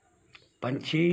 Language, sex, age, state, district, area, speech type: Hindi, male, 60+, Uttar Pradesh, Mau, rural, read